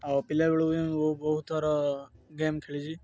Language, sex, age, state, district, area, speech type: Odia, male, 18-30, Odisha, Ganjam, urban, spontaneous